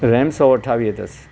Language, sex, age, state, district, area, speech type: Sindhi, male, 60+, Maharashtra, Thane, urban, spontaneous